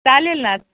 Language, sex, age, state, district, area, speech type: Marathi, female, 18-30, Maharashtra, Osmanabad, rural, conversation